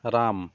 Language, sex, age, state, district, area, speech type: Bengali, male, 30-45, West Bengal, Birbhum, urban, spontaneous